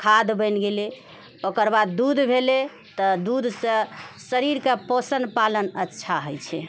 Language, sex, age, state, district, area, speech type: Maithili, female, 45-60, Bihar, Purnia, rural, spontaneous